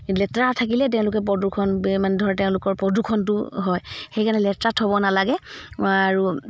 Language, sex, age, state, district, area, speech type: Assamese, female, 30-45, Assam, Charaideo, rural, spontaneous